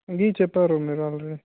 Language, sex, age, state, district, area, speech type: Telugu, male, 18-30, Andhra Pradesh, Annamaya, rural, conversation